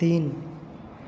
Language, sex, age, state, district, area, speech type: Hindi, male, 18-30, Madhya Pradesh, Hoshangabad, urban, read